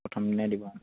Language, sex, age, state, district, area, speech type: Assamese, male, 18-30, Assam, Charaideo, rural, conversation